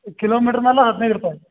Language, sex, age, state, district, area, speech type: Kannada, male, 45-60, Karnataka, Belgaum, rural, conversation